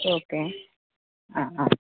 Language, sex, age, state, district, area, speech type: Malayalam, female, 18-30, Kerala, Pathanamthitta, rural, conversation